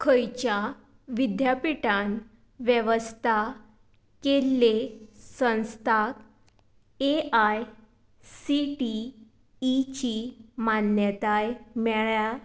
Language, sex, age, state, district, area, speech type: Goan Konkani, female, 18-30, Goa, Tiswadi, rural, read